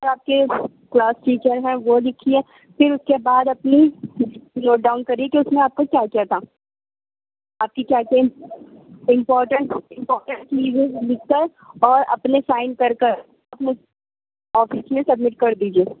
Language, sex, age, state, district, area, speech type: Urdu, male, 18-30, Delhi, Central Delhi, urban, conversation